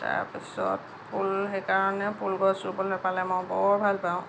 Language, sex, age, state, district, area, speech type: Assamese, female, 60+, Assam, Lakhimpur, rural, spontaneous